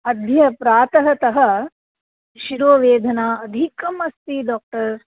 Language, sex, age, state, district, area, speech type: Sanskrit, female, 45-60, Andhra Pradesh, Nellore, urban, conversation